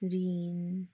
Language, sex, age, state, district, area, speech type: Nepali, female, 30-45, West Bengal, Darjeeling, rural, read